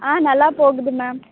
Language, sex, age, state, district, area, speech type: Tamil, female, 18-30, Tamil Nadu, Perambalur, rural, conversation